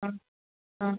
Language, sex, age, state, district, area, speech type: Malayalam, female, 18-30, Kerala, Kasaragod, rural, conversation